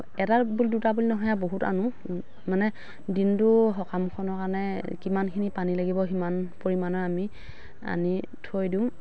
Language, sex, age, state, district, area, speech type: Assamese, female, 45-60, Assam, Dhemaji, urban, spontaneous